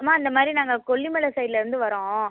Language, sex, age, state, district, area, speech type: Tamil, female, 30-45, Tamil Nadu, Mayiladuthurai, urban, conversation